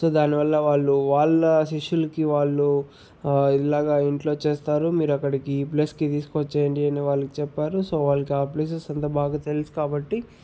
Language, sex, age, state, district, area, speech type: Telugu, male, 30-45, Andhra Pradesh, Sri Balaji, rural, spontaneous